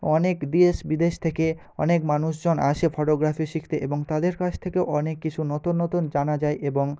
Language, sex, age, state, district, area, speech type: Bengali, male, 45-60, West Bengal, Jhargram, rural, spontaneous